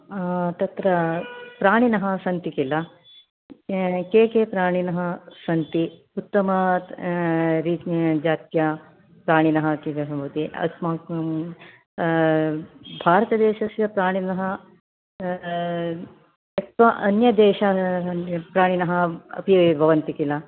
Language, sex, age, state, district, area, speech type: Sanskrit, female, 60+, Karnataka, Mysore, urban, conversation